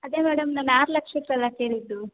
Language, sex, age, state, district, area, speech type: Kannada, female, 18-30, Karnataka, Chitradurga, rural, conversation